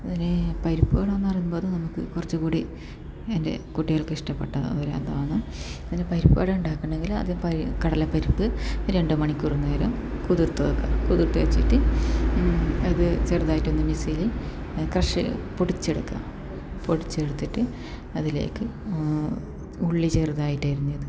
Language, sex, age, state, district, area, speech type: Malayalam, female, 30-45, Kerala, Kasaragod, rural, spontaneous